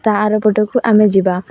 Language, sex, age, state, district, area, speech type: Odia, female, 18-30, Odisha, Nuapada, urban, spontaneous